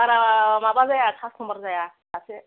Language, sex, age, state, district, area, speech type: Bodo, female, 45-60, Assam, Kokrajhar, rural, conversation